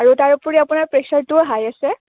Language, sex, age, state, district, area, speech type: Assamese, female, 18-30, Assam, Nalbari, rural, conversation